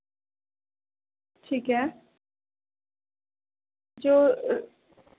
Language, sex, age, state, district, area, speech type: Urdu, female, 18-30, Delhi, North East Delhi, urban, conversation